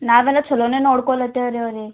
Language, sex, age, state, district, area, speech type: Kannada, female, 18-30, Karnataka, Gulbarga, urban, conversation